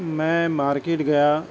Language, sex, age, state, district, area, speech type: Urdu, male, 30-45, Uttar Pradesh, Gautam Buddha Nagar, urban, spontaneous